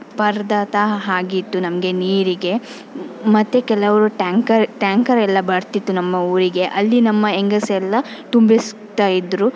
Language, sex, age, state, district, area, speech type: Kannada, female, 30-45, Karnataka, Shimoga, rural, spontaneous